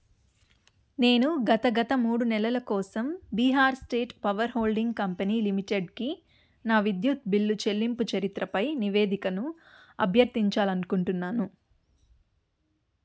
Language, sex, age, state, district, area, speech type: Telugu, female, 30-45, Andhra Pradesh, Chittoor, urban, read